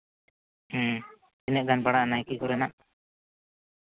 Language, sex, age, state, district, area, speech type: Santali, male, 18-30, Jharkhand, East Singhbhum, rural, conversation